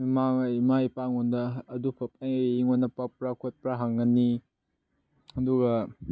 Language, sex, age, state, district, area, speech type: Manipuri, male, 18-30, Manipur, Chandel, rural, spontaneous